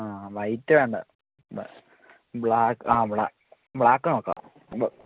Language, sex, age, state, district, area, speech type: Malayalam, male, 18-30, Kerala, Wayanad, rural, conversation